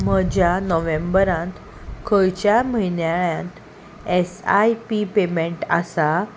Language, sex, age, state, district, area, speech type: Goan Konkani, female, 30-45, Goa, Salcete, urban, read